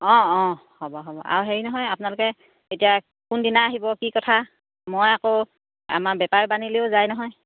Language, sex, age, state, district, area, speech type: Assamese, female, 30-45, Assam, Sivasagar, rural, conversation